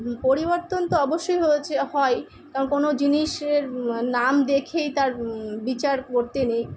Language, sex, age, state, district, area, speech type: Bengali, female, 45-60, West Bengal, Kolkata, urban, spontaneous